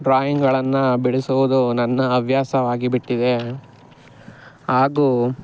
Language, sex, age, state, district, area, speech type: Kannada, male, 45-60, Karnataka, Bangalore Rural, rural, spontaneous